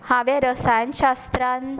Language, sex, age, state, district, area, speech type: Goan Konkani, female, 18-30, Goa, Tiswadi, rural, spontaneous